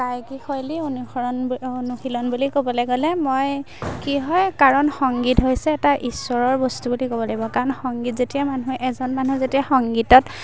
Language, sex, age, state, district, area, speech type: Assamese, female, 18-30, Assam, Majuli, urban, spontaneous